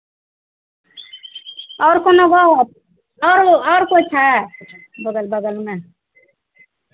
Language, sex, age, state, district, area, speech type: Maithili, female, 60+, Bihar, Madhepura, rural, conversation